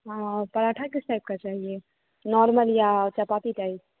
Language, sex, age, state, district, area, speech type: Hindi, female, 18-30, Bihar, Begusarai, rural, conversation